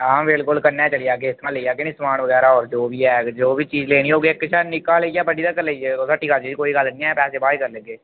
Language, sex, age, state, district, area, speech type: Dogri, male, 18-30, Jammu and Kashmir, Udhampur, rural, conversation